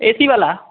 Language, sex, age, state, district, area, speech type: Hindi, male, 18-30, Bihar, Vaishali, rural, conversation